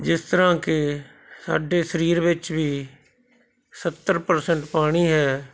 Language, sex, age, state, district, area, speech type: Punjabi, male, 60+, Punjab, Shaheed Bhagat Singh Nagar, urban, spontaneous